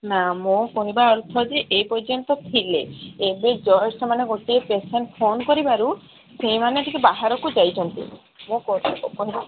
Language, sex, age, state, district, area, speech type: Odia, female, 30-45, Odisha, Sambalpur, rural, conversation